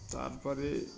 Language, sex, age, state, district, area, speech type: Bengali, male, 45-60, West Bengal, Birbhum, urban, spontaneous